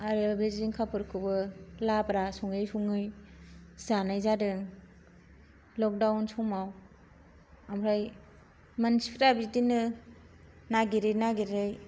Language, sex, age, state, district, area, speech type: Bodo, female, 30-45, Assam, Kokrajhar, rural, spontaneous